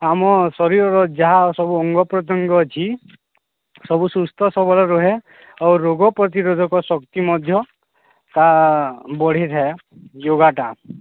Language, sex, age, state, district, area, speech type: Odia, male, 45-60, Odisha, Nuapada, urban, conversation